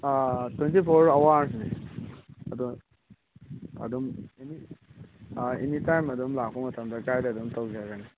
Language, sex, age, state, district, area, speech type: Manipuri, male, 45-60, Manipur, Imphal East, rural, conversation